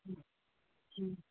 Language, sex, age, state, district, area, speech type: Urdu, female, 45-60, Bihar, Supaul, rural, conversation